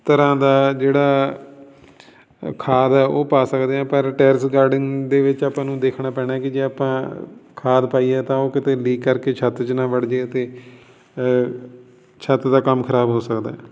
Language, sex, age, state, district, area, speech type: Punjabi, male, 45-60, Punjab, Fatehgarh Sahib, urban, spontaneous